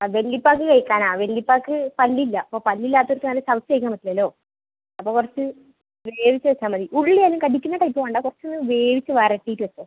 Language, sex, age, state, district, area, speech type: Malayalam, female, 18-30, Kerala, Thrissur, urban, conversation